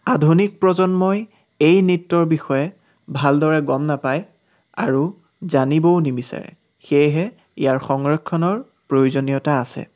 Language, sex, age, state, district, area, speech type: Assamese, male, 18-30, Assam, Sivasagar, rural, spontaneous